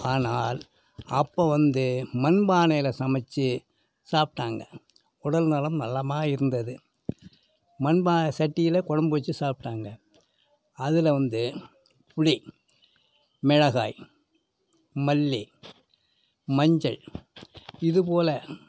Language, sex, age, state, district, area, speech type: Tamil, male, 60+, Tamil Nadu, Thanjavur, rural, spontaneous